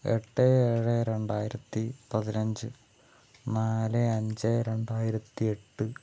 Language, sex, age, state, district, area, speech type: Malayalam, male, 45-60, Kerala, Palakkad, urban, spontaneous